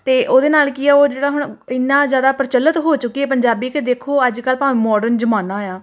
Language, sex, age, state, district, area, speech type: Punjabi, female, 18-30, Punjab, Tarn Taran, rural, spontaneous